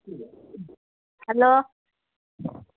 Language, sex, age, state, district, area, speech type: Manipuri, female, 30-45, Manipur, Kangpokpi, urban, conversation